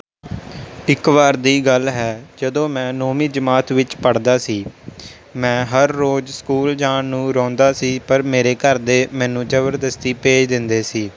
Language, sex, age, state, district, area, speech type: Punjabi, male, 18-30, Punjab, Rupnagar, urban, spontaneous